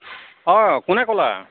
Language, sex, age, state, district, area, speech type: Assamese, male, 60+, Assam, Nagaon, rural, conversation